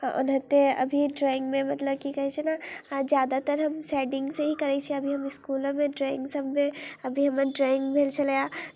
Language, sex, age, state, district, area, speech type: Maithili, female, 18-30, Bihar, Muzaffarpur, rural, spontaneous